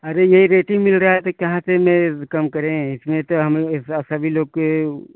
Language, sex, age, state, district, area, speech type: Hindi, male, 45-60, Uttar Pradesh, Prayagraj, rural, conversation